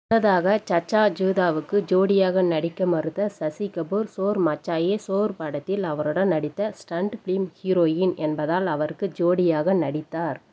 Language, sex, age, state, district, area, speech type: Tamil, female, 30-45, Tamil Nadu, Dharmapuri, urban, read